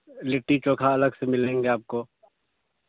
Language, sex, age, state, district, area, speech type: Urdu, male, 30-45, Bihar, Araria, rural, conversation